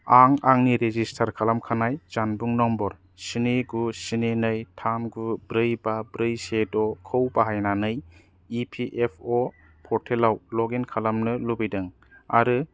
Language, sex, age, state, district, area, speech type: Bodo, male, 30-45, Assam, Kokrajhar, urban, read